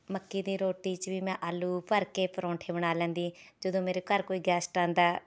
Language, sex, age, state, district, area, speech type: Punjabi, female, 30-45, Punjab, Rupnagar, urban, spontaneous